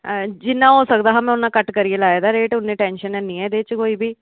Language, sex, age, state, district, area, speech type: Dogri, female, 18-30, Jammu and Kashmir, Samba, urban, conversation